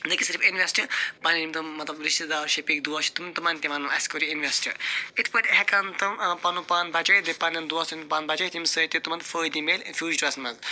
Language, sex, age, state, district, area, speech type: Kashmiri, male, 45-60, Jammu and Kashmir, Budgam, urban, spontaneous